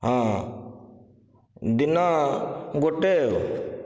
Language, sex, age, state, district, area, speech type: Odia, male, 60+, Odisha, Nayagarh, rural, spontaneous